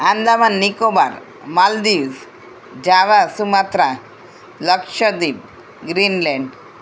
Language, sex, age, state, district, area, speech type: Gujarati, female, 60+, Gujarat, Kheda, rural, spontaneous